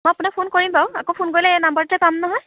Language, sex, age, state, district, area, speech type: Assamese, female, 18-30, Assam, Majuli, urban, conversation